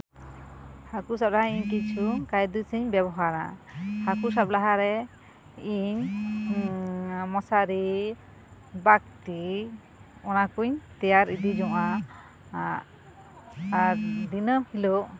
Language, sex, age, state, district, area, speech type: Santali, female, 30-45, West Bengal, Jhargram, rural, spontaneous